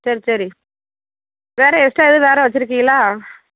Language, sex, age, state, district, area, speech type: Tamil, female, 30-45, Tamil Nadu, Thoothukudi, urban, conversation